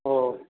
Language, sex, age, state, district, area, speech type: Sindhi, male, 45-60, Uttar Pradesh, Lucknow, rural, conversation